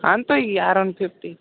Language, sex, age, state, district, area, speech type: Marathi, male, 18-30, Maharashtra, Nanded, rural, conversation